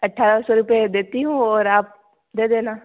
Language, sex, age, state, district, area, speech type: Hindi, female, 18-30, Madhya Pradesh, Ujjain, rural, conversation